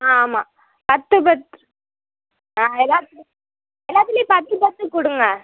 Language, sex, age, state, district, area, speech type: Tamil, female, 18-30, Tamil Nadu, Madurai, rural, conversation